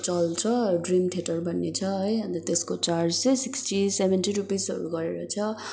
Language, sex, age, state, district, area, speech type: Nepali, female, 18-30, West Bengal, Kalimpong, rural, spontaneous